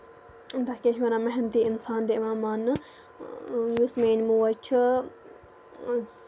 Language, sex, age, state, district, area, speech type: Kashmiri, female, 18-30, Jammu and Kashmir, Bandipora, rural, spontaneous